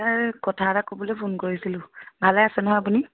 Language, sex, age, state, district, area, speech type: Assamese, female, 30-45, Assam, Majuli, rural, conversation